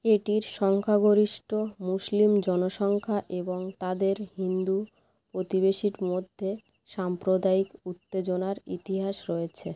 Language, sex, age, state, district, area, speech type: Bengali, female, 30-45, West Bengal, North 24 Parganas, rural, read